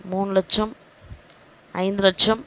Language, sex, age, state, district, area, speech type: Tamil, female, 30-45, Tamil Nadu, Kallakurichi, rural, spontaneous